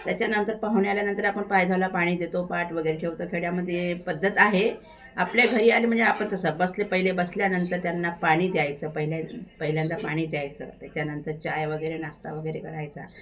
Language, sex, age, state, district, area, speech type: Marathi, female, 60+, Maharashtra, Thane, rural, spontaneous